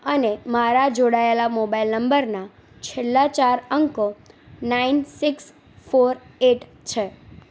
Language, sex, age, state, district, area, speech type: Gujarati, female, 18-30, Gujarat, Anand, urban, read